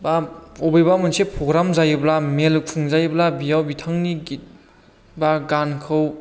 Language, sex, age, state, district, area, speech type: Bodo, female, 18-30, Assam, Chirang, rural, spontaneous